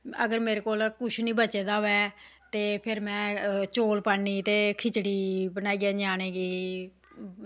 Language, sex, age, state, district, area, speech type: Dogri, female, 45-60, Jammu and Kashmir, Samba, rural, spontaneous